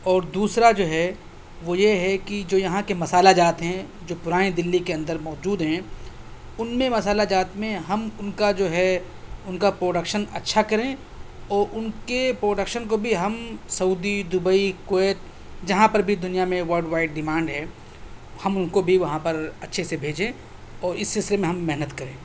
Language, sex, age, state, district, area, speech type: Urdu, male, 30-45, Delhi, South Delhi, urban, spontaneous